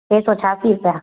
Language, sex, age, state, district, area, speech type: Sindhi, female, 30-45, Gujarat, Kutch, rural, conversation